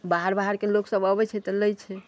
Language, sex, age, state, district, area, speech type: Maithili, female, 60+, Bihar, Sitamarhi, rural, spontaneous